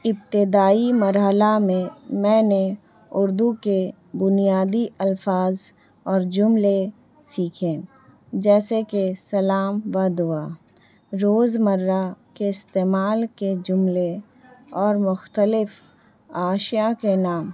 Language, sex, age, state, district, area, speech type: Urdu, female, 18-30, Bihar, Gaya, urban, spontaneous